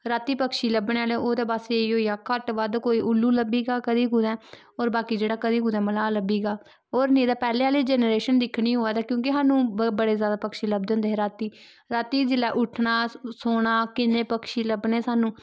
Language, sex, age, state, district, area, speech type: Dogri, female, 18-30, Jammu and Kashmir, Kathua, rural, spontaneous